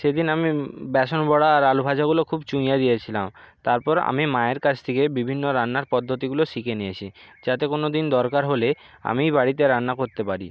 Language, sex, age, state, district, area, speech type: Bengali, male, 60+, West Bengal, Nadia, rural, spontaneous